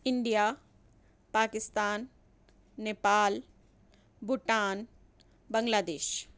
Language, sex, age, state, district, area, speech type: Urdu, female, 45-60, Delhi, New Delhi, urban, spontaneous